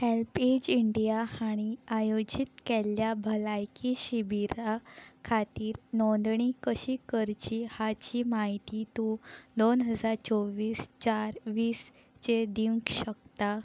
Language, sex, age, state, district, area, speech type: Goan Konkani, female, 18-30, Goa, Salcete, rural, read